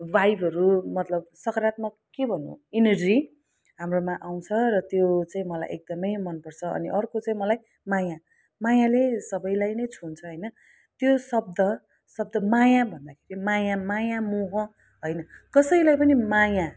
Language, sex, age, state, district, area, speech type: Nepali, female, 45-60, West Bengal, Kalimpong, rural, spontaneous